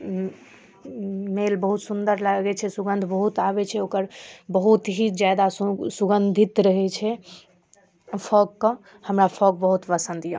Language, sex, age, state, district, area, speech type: Maithili, female, 18-30, Bihar, Darbhanga, rural, spontaneous